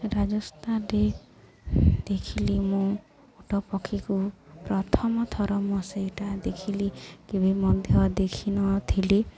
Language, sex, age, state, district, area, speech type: Odia, female, 18-30, Odisha, Nuapada, urban, spontaneous